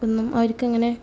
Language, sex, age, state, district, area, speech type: Malayalam, female, 18-30, Kerala, Kasaragod, urban, spontaneous